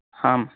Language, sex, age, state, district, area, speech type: Sanskrit, male, 18-30, Karnataka, Uttara Kannada, rural, conversation